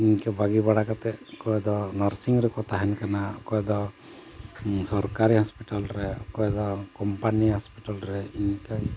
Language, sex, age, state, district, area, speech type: Santali, male, 45-60, Jharkhand, Bokaro, rural, spontaneous